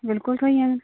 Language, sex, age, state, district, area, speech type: Dogri, female, 30-45, Jammu and Kashmir, Udhampur, rural, conversation